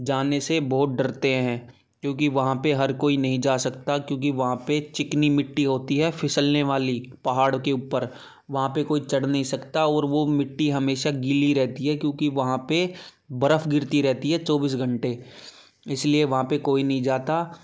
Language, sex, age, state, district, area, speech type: Hindi, male, 18-30, Madhya Pradesh, Gwalior, rural, spontaneous